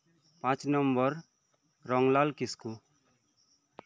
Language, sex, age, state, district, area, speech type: Santali, male, 18-30, West Bengal, Birbhum, rural, spontaneous